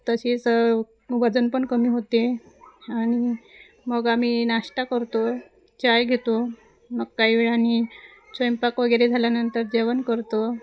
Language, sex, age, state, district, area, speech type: Marathi, female, 30-45, Maharashtra, Wardha, rural, spontaneous